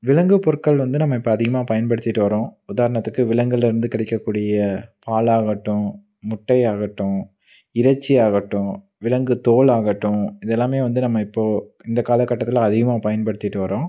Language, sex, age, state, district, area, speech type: Tamil, male, 30-45, Tamil Nadu, Tiruppur, rural, spontaneous